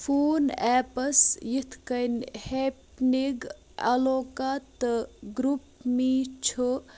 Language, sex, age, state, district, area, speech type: Kashmiri, female, 45-60, Jammu and Kashmir, Bandipora, rural, read